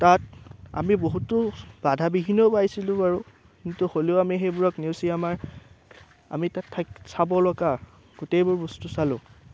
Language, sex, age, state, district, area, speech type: Assamese, male, 18-30, Assam, Udalguri, rural, spontaneous